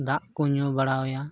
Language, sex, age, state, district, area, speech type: Santali, male, 18-30, Jharkhand, Pakur, rural, spontaneous